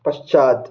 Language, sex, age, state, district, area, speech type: Sanskrit, male, 18-30, Karnataka, Chikkamagaluru, rural, read